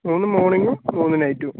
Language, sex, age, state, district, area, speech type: Malayalam, male, 18-30, Kerala, Wayanad, rural, conversation